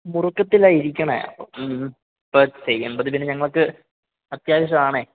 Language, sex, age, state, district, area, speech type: Malayalam, male, 18-30, Kerala, Idukki, rural, conversation